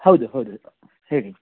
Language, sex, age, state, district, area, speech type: Kannada, male, 30-45, Karnataka, Udupi, rural, conversation